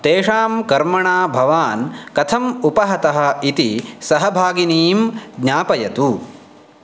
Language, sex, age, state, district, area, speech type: Sanskrit, male, 18-30, Karnataka, Uttara Kannada, rural, read